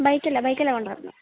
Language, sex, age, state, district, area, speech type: Malayalam, female, 18-30, Kerala, Idukki, rural, conversation